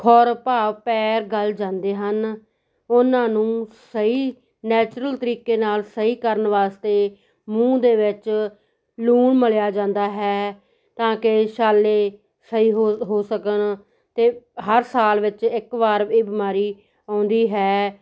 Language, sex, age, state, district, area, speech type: Punjabi, female, 45-60, Punjab, Moga, rural, spontaneous